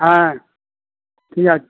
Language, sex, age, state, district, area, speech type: Bengali, male, 60+, West Bengal, Darjeeling, rural, conversation